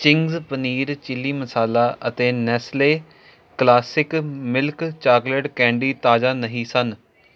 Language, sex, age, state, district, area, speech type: Punjabi, male, 18-30, Punjab, Jalandhar, urban, read